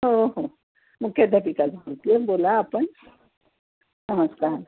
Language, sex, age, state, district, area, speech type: Marathi, female, 45-60, Maharashtra, Kolhapur, urban, conversation